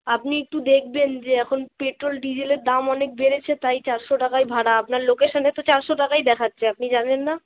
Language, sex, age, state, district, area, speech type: Bengali, female, 18-30, West Bengal, Alipurduar, rural, conversation